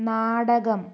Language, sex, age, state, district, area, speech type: Malayalam, female, 30-45, Kerala, Palakkad, rural, read